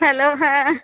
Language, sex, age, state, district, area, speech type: Bengali, female, 45-60, West Bengal, Darjeeling, urban, conversation